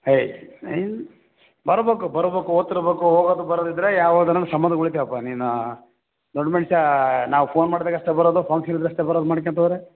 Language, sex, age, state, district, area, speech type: Kannada, male, 30-45, Karnataka, Bellary, rural, conversation